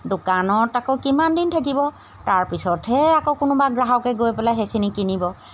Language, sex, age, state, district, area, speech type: Assamese, female, 45-60, Assam, Golaghat, rural, spontaneous